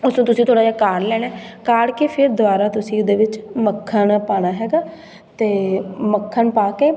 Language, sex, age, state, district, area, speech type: Punjabi, female, 18-30, Punjab, Patiala, urban, spontaneous